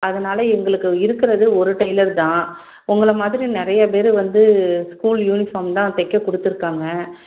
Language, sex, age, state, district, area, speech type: Tamil, female, 30-45, Tamil Nadu, Salem, urban, conversation